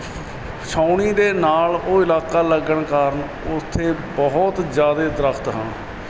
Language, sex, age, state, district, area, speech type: Punjabi, male, 30-45, Punjab, Barnala, rural, spontaneous